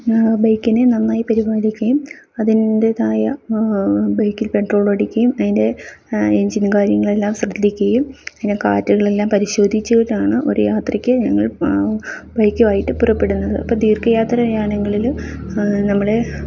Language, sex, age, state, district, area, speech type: Malayalam, female, 30-45, Kerala, Palakkad, rural, spontaneous